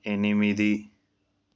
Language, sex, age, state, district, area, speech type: Telugu, male, 18-30, Telangana, Ranga Reddy, rural, read